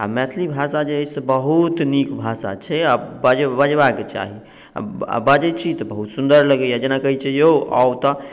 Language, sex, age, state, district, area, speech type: Maithili, male, 45-60, Bihar, Madhubani, urban, spontaneous